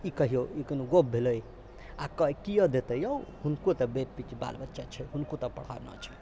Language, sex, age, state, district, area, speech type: Maithili, male, 60+, Bihar, Purnia, urban, spontaneous